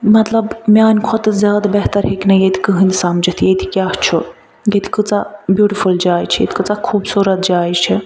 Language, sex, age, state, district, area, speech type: Kashmiri, female, 60+, Jammu and Kashmir, Ganderbal, rural, spontaneous